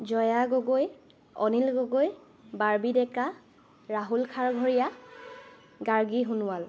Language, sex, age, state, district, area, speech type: Assamese, female, 18-30, Assam, Charaideo, urban, spontaneous